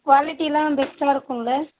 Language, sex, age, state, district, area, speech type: Tamil, female, 18-30, Tamil Nadu, Ariyalur, rural, conversation